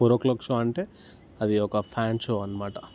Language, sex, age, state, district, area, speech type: Telugu, male, 18-30, Telangana, Ranga Reddy, urban, spontaneous